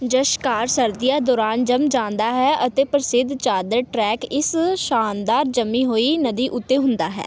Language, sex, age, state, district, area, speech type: Punjabi, female, 18-30, Punjab, Tarn Taran, urban, read